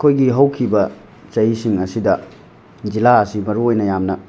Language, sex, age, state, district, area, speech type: Manipuri, male, 45-60, Manipur, Imphal West, rural, spontaneous